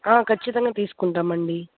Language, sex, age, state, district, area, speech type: Telugu, female, 18-30, Andhra Pradesh, Kadapa, rural, conversation